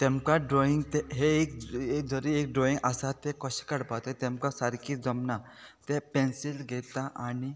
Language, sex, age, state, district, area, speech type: Goan Konkani, male, 30-45, Goa, Quepem, rural, spontaneous